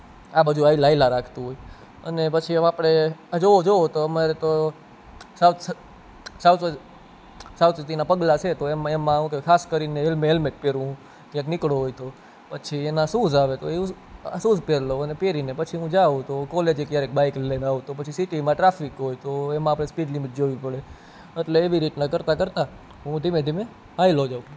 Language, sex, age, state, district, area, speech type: Gujarati, male, 18-30, Gujarat, Rajkot, urban, spontaneous